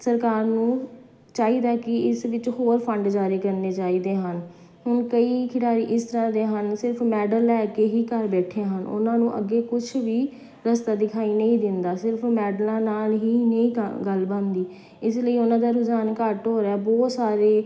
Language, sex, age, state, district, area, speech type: Punjabi, female, 30-45, Punjab, Amritsar, urban, spontaneous